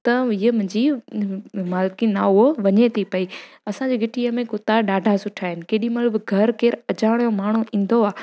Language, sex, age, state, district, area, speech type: Sindhi, female, 18-30, Gujarat, Junagadh, rural, spontaneous